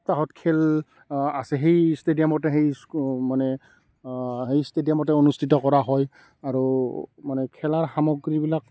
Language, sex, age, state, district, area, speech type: Assamese, male, 30-45, Assam, Barpeta, rural, spontaneous